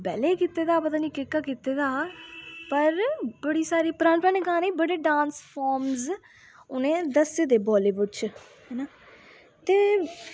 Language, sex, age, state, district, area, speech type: Dogri, female, 30-45, Jammu and Kashmir, Reasi, rural, spontaneous